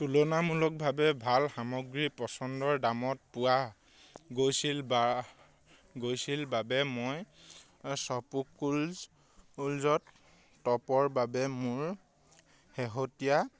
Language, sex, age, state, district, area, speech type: Assamese, male, 18-30, Assam, Sivasagar, rural, read